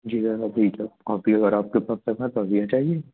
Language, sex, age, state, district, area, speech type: Hindi, male, 30-45, Madhya Pradesh, Katni, urban, conversation